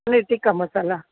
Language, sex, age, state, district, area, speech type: Gujarati, female, 45-60, Gujarat, Junagadh, rural, conversation